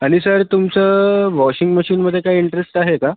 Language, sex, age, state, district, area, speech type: Marathi, male, 18-30, Maharashtra, Thane, urban, conversation